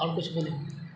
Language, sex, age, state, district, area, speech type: Urdu, male, 30-45, Bihar, Supaul, rural, spontaneous